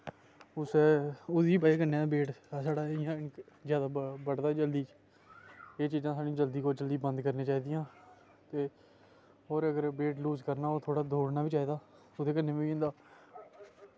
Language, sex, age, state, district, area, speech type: Dogri, male, 18-30, Jammu and Kashmir, Samba, rural, spontaneous